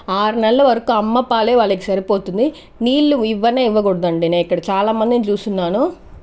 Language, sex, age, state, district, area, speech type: Telugu, female, 18-30, Andhra Pradesh, Chittoor, rural, spontaneous